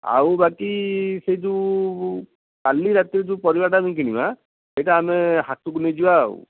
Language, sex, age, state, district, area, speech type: Odia, male, 45-60, Odisha, Nayagarh, rural, conversation